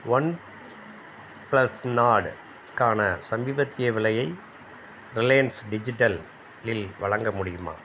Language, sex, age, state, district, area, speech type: Tamil, male, 60+, Tamil Nadu, Madurai, rural, read